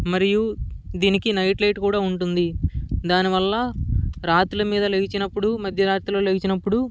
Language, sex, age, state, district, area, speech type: Telugu, male, 18-30, Andhra Pradesh, Vizianagaram, rural, spontaneous